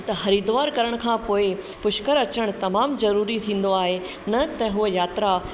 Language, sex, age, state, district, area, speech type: Sindhi, female, 30-45, Rajasthan, Ajmer, urban, spontaneous